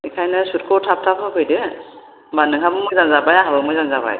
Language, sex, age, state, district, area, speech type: Bodo, female, 60+, Assam, Chirang, rural, conversation